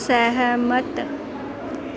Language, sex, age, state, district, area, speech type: Dogri, female, 18-30, Jammu and Kashmir, Reasi, rural, read